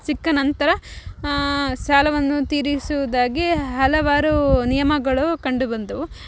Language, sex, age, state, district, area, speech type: Kannada, female, 18-30, Karnataka, Chikkamagaluru, rural, spontaneous